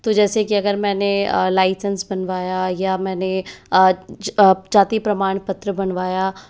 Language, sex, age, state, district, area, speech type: Hindi, male, 18-30, Rajasthan, Jaipur, urban, spontaneous